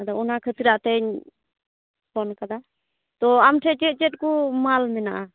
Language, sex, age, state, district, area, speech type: Santali, female, 18-30, West Bengal, Malda, rural, conversation